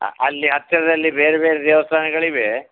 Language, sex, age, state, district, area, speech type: Kannada, male, 60+, Karnataka, Udupi, rural, conversation